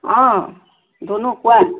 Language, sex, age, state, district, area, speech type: Assamese, female, 30-45, Assam, Tinsukia, urban, conversation